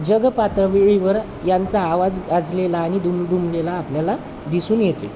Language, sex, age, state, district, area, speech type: Marathi, male, 30-45, Maharashtra, Wardha, urban, spontaneous